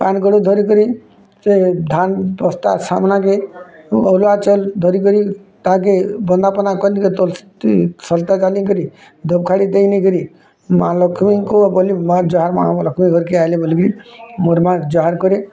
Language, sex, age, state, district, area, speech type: Odia, male, 60+, Odisha, Bargarh, urban, spontaneous